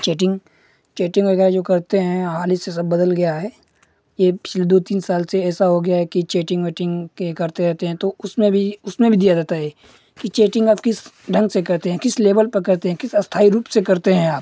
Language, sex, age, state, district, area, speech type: Hindi, male, 18-30, Uttar Pradesh, Ghazipur, urban, spontaneous